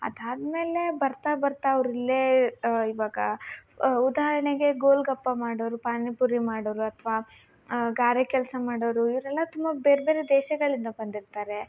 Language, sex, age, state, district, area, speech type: Kannada, female, 18-30, Karnataka, Shimoga, rural, spontaneous